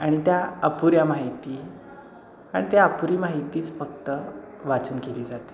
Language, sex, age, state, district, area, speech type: Marathi, male, 30-45, Maharashtra, Satara, urban, spontaneous